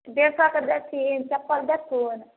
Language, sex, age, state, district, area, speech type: Maithili, female, 30-45, Bihar, Samastipur, urban, conversation